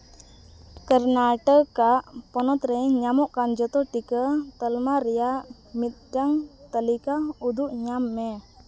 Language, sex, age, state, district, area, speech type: Santali, female, 30-45, Jharkhand, East Singhbhum, rural, read